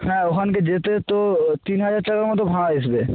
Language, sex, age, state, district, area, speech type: Bengali, male, 18-30, West Bengal, Purba Medinipur, rural, conversation